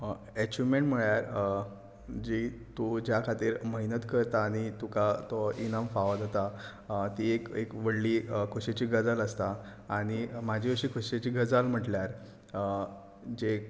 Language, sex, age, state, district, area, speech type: Goan Konkani, male, 18-30, Goa, Tiswadi, rural, spontaneous